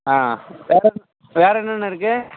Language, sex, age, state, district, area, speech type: Tamil, male, 18-30, Tamil Nadu, Perambalur, urban, conversation